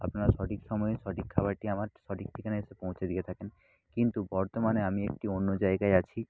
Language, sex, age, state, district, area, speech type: Bengali, male, 30-45, West Bengal, Nadia, rural, spontaneous